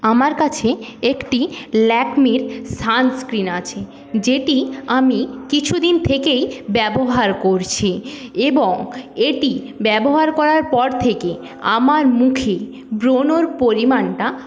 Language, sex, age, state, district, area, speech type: Bengali, female, 18-30, West Bengal, Paschim Medinipur, rural, spontaneous